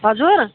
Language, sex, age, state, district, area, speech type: Nepali, female, 60+, West Bengal, Kalimpong, rural, conversation